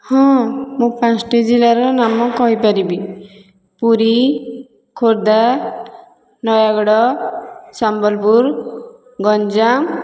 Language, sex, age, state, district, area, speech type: Odia, female, 30-45, Odisha, Puri, urban, spontaneous